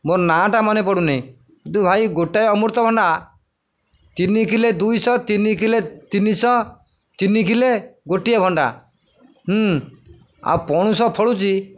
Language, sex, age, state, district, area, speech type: Odia, male, 45-60, Odisha, Jagatsinghpur, urban, spontaneous